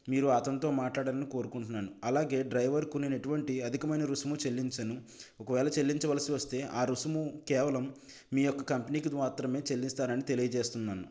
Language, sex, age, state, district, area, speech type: Telugu, male, 18-30, Andhra Pradesh, Konaseema, rural, spontaneous